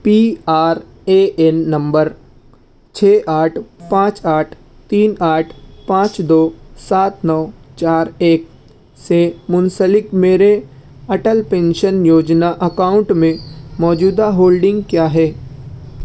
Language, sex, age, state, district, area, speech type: Urdu, male, 18-30, Maharashtra, Nashik, rural, read